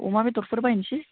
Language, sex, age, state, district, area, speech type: Bodo, female, 30-45, Assam, Baksa, rural, conversation